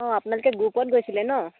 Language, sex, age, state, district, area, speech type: Assamese, female, 18-30, Assam, Dibrugarh, rural, conversation